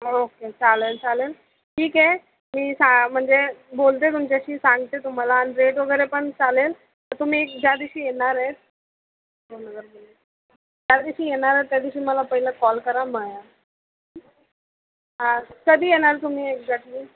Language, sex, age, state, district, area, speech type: Marathi, female, 18-30, Maharashtra, Mumbai Suburban, urban, conversation